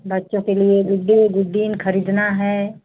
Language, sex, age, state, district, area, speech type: Hindi, female, 30-45, Uttar Pradesh, Azamgarh, rural, conversation